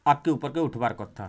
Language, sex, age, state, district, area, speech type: Odia, male, 45-60, Odisha, Bargarh, urban, spontaneous